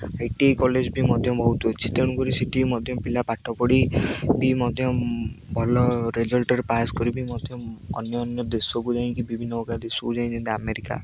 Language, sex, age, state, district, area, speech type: Odia, male, 18-30, Odisha, Jagatsinghpur, rural, spontaneous